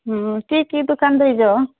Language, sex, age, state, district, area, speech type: Odia, female, 60+, Odisha, Angul, rural, conversation